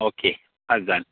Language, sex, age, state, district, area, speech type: Goan Konkani, male, 45-60, Goa, Canacona, rural, conversation